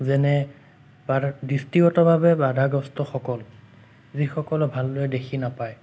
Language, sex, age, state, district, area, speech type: Assamese, male, 18-30, Assam, Sonitpur, rural, spontaneous